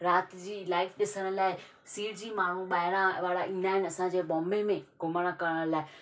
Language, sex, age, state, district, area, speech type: Sindhi, female, 30-45, Maharashtra, Thane, urban, spontaneous